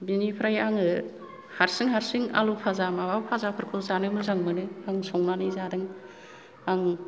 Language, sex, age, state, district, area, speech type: Bodo, female, 60+, Assam, Kokrajhar, rural, spontaneous